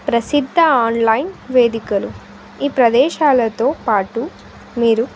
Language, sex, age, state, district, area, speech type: Telugu, female, 18-30, Andhra Pradesh, Sri Satya Sai, urban, spontaneous